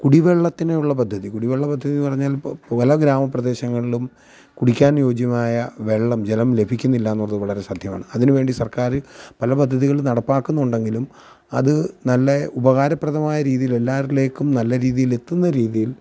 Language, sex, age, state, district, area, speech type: Malayalam, male, 45-60, Kerala, Alappuzha, rural, spontaneous